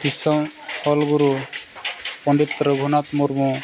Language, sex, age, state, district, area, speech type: Santali, male, 45-60, Odisha, Mayurbhanj, rural, spontaneous